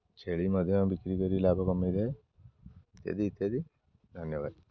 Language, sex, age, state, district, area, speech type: Odia, male, 18-30, Odisha, Jagatsinghpur, rural, spontaneous